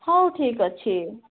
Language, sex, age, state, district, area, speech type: Odia, female, 30-45, Odisha, Kandhamal, rural, conversation